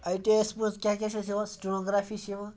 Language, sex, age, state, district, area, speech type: Kashmiri, male, 30-45, Jammu and Kashmir, Ganderbal, rural, spontaneous